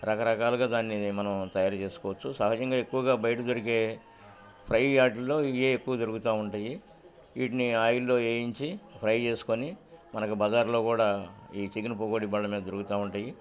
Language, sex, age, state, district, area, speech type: Telugu, male, 60+, Andhra Pradesh, Guntur, urban, spontaneous